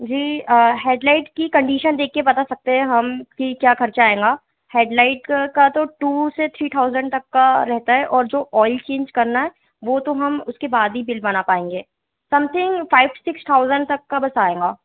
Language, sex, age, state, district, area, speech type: Hindi, female, 18-30, Madhya Pradesh, Chhindwara, urban, conversation